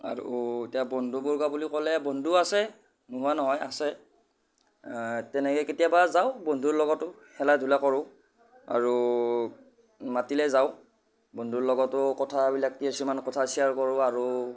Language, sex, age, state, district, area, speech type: Assamese, female, 60+, Assam, Kamrup Metropolitan, urban, spontaneous